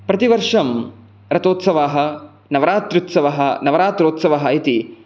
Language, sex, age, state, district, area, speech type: Sanskrit, male, 18-30, Karnataka, Chikkamagaluru, rural, spontaneous